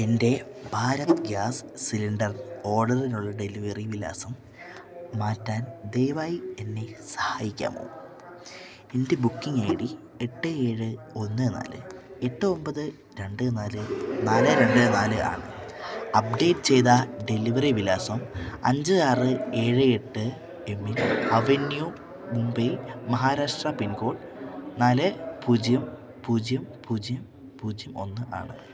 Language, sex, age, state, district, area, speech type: Malayalam, male, 18-30, Kerala, Idukki, rural, read